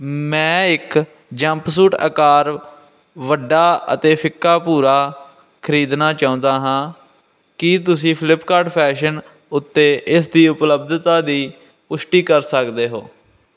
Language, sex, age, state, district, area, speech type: Punjabi, male, 18-30, Punjab, Firozpur, urban, read